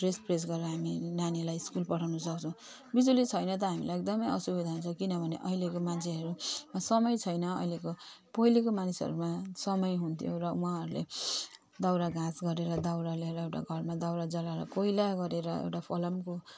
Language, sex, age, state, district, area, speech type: Nepali, female, 45-60, West Bengal, Jalpaiguri, urban, spontaneous